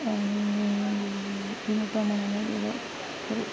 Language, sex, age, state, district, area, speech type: Marathi, female, 18-30, Maharashtra, Sindhudurg, rural, spontaneous